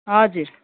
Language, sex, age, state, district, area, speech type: Nepali, female, 45-60, West Bengal, Kalimpong, rural, conversation